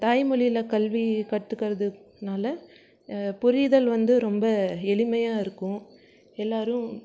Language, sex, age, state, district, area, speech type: Tamil, female, 18-30, Tamil Nadu, Krishnagiri, rural, spontaneous